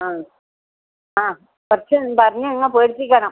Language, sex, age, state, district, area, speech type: Malayalam, female, 60+, Kerala, Kasaragod, rural, conversation